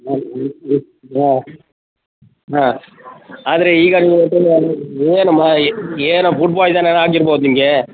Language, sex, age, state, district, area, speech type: Kannada, male, 60+, Karnataka, Dakshina Kannada, rural, conversation